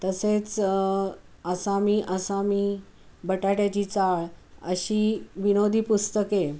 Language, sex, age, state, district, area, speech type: Marathi, female, 45-60, Maharashtra, Pune, urban, spontaneous